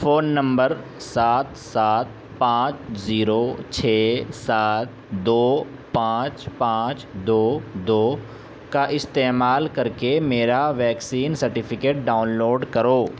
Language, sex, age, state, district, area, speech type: Urdu, male, 18-30, Uttar Pradesh, Saharanpur, urban, read